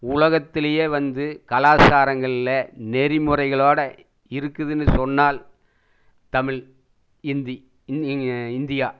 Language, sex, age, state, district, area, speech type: Tamil, male, 60+, Tamil Nadu, Erode, urban, spontaneous